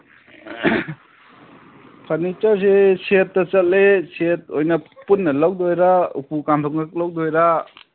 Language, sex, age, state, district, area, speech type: Manipuri, male, 45-60, Manipur, Kangpokpi, urban, conversation